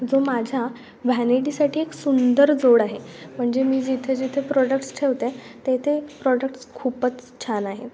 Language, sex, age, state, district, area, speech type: Marathi, female, 18-30, Maharashtra, Ratnagiri, rural, spontaneous